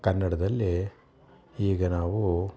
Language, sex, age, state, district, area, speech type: Kannada, male, 60+, Karnataka, Bangalore Urban, urban, spontaneous